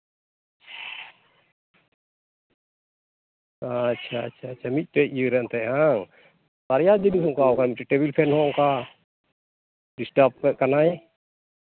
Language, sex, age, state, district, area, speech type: Santali, male, 45-60, West Bengal, Malda, rural, conversation